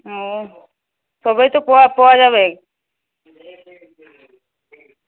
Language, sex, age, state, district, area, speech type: Bengali, female, 18-30, West Bengal, Uttar Dinajpur, urban, conversation